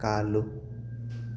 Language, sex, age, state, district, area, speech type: Manipuri, male, 18-30, Manipur, Thoubal, rural, read